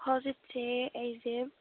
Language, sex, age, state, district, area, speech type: Manipuri, female, 18-30, Manipur, Kakching, rural, conversation